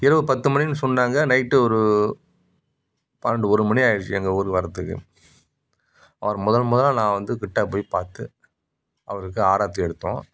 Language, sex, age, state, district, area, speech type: Tamil, male, 45-60, Tamil Nadu, Nagapattinam, rural, spontaneous